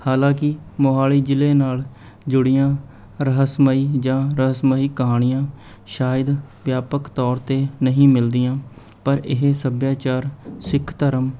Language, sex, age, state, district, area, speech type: Punjabi, male, 18-30, Punjab, Mohali, urban, spontaneous